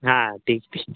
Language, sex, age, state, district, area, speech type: Marathi, male, 18-30, Maharashtra, Thane, urban, conversation